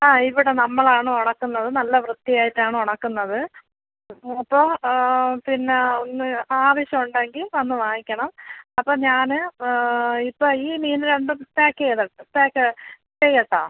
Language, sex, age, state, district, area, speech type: Malayalam, female, 30-45, Kerala, Thiruvananthapuram, rural, conversation